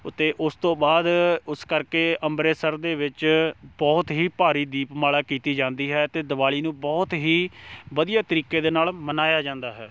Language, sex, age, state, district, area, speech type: Punjabi, male, 18-30, Punjab, Shaheed Bhagat Singh Nagar, rural, spontaneous